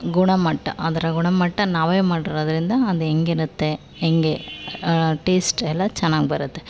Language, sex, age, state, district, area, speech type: Kannada, female, 18-30, Karnataka, Chamarajanagar, rural, spontaneous